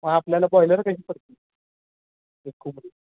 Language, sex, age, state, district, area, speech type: Marathi, male, 18-30, Maharashtra, Kolhapur, urban, conversation